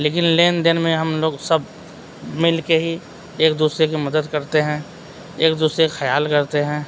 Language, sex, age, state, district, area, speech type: Urdu, male, 30-45, Uttar Pradesh, Gautam Buddha Nagar, urban, spontaneous